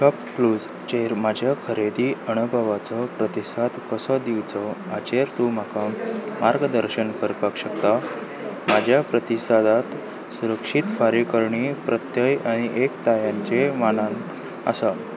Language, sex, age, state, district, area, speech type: Goan Konkani, male, 18-30, Goa, Salcete, urban, read